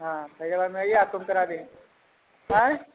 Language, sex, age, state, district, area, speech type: Hindi, male, 45-60, Uttar Pradesh, Ayodhya, rural, conversation